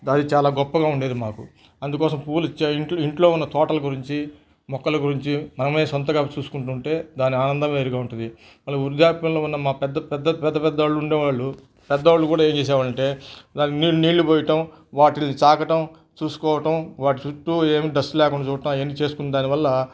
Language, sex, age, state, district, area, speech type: Telugu, male, 60+, Andhra Pradesh, Nellore, urban, spontaneous